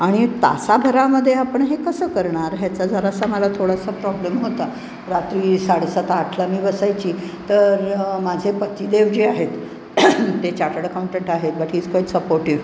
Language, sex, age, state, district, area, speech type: Marathi, female, 60+, Maharashtra, Pune, urban, spontaneous